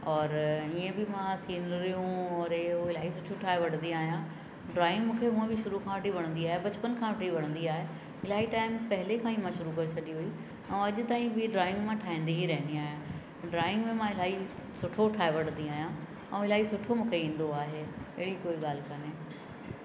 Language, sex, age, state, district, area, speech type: Sindhi, female, 60+, Uttar Pradesh, Lucknow, rural, spontaneous